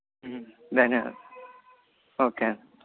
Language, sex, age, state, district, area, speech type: Telugu, male, 18-30, Andhra Pradesh, Eluru, urban, conversation